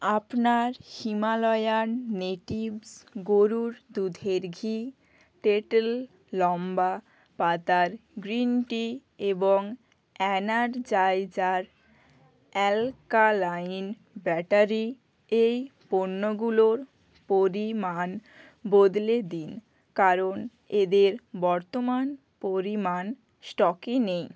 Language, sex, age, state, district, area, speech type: Bengali, female, 30-45, West Bengal, Bankura, urban, read